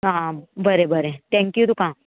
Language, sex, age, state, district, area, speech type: Goan Konkani, female, 45-60, Goa, Murmgao, rural, conversation